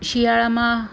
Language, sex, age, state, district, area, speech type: Gujarati, female, 30-45, Gujarat, Surat, urban, spontaneous